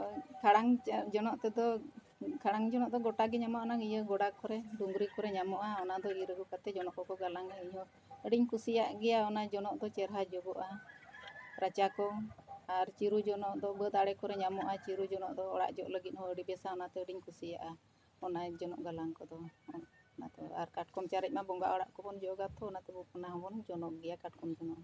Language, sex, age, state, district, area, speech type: Santali, female, 45-60, Jharkhand, Bokaro, rural, spontaneous